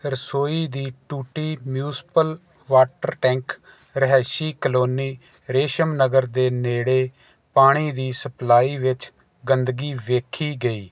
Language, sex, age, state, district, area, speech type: Punjabi, male, 45-60, Punjab, Jalandhar, urban, read